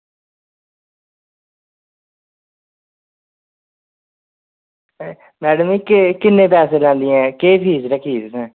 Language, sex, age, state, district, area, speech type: Dogri, male, 45-60, Jammu and Kashmir, Udhampur, rural, conversation